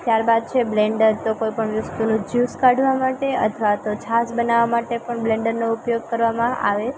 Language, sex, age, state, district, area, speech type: Gujarati, female, 18-30, Gujarat, Junagadh, rural, spontaneous